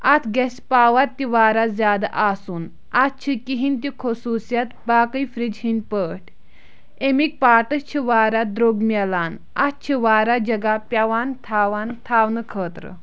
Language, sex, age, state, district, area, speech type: Kashmiri, female, 30-45, Jammu and Kashmir, Kulgam, rural, spontaneous